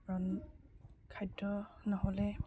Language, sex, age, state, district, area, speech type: Assamese, female, 60+, Assam, Darrang, rural, spontaneous